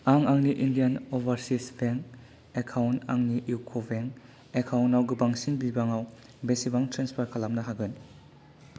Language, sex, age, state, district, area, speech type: Bodo, male, 30-45, Assam, Kokrajhar, rural, read